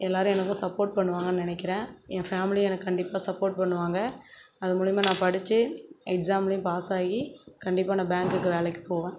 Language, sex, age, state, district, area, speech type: Tamil, female, 45-60, Tamil Nadu, Cuddalore, rural, spontaneous